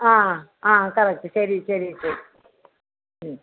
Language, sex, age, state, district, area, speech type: Malayalam, female, 60+, Kerala, Kollam, rural, conversation